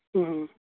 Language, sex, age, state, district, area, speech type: Santali, male, 18-30, West Bengal, Birbhum, rural, conversation